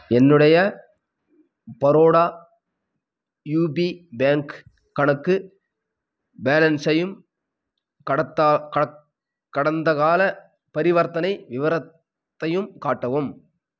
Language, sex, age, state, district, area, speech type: Tamil, male, 18-30, Tamil Nadu, Krishnagiri, rural, read